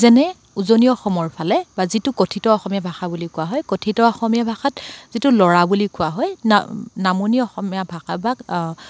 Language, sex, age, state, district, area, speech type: Assamese, female, 30-45, Assam, Dibrugarh, rural, spontaneous